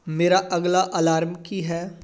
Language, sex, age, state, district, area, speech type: Punjabi, male, 18-30, Punjab, Gurdaspur, rural, read